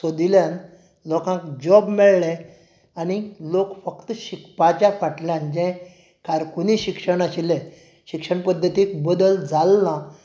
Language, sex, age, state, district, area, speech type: Goan Konkani, male, 45-60, Goa, Canacona, rural, spontaneous